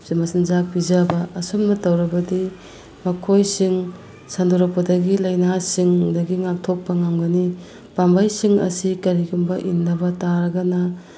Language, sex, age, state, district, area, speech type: Manipuri, female, 30-45, Manipur, Bishnupur, rural, spontaneous